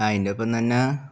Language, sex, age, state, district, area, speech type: Malayalam, male, 18-30, Kerala, Palakkad, rural, spontaneous